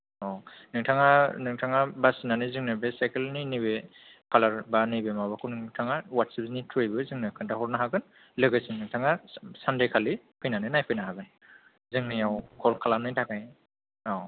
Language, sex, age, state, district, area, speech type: Bodo, male, 18-30, Assam, Kokrajhar, rural, conversation